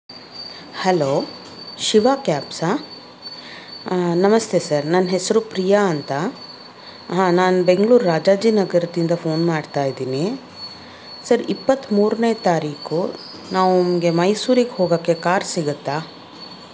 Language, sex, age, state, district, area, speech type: Kannada, female, 30-45, Karnataka, Davanagere, urban, spontaneous